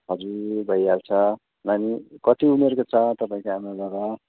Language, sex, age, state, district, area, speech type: Nepali, male, 45-60, West Bengal, Kalimpong, rural, conversation